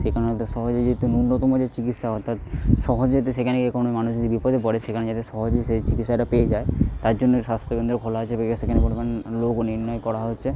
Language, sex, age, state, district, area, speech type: Bengali, male, 18-30, West Bengal, Purba Bardhaman, rural, spontaneous